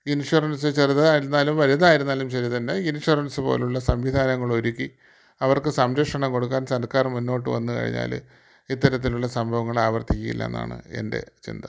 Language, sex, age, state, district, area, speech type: Malayalam, male, 45-60, Kerala, Thiruvananthapuram, urban, spontaneous